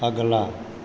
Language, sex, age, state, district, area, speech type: Hindi, male, 45-60, Uttar Pradesh, Azamgarh, rural, read